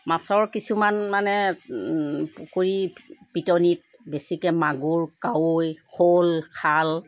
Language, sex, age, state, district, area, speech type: Assamese, female, 60+, Assam, Sivasagar, urban, spontaneous